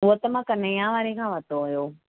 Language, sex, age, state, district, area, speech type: Sindhi, female, 18-30, Gujarat, Surat, urban, conversation